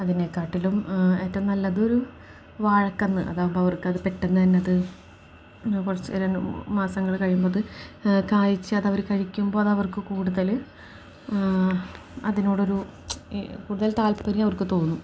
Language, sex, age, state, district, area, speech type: Malayalam, female, 18-30, Kerala, Palakkad, rural, spontaneous